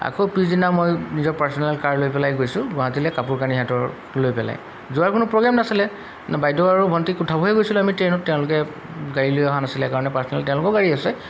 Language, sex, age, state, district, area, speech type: Assamese, male, 45-60, Assam, Golaghat, urban, spontaneous